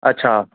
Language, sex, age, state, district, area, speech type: Dogri, male, 30-45, Jammu and Kashmir, Reasi, urban, conversation